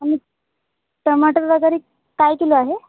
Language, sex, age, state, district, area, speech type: Marathi, female, 18-30, Maharashtra, Wardha, rural, conversation